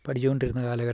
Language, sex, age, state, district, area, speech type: Malayalam, male, 60+, Kerala, Idukki, rural, spontaneous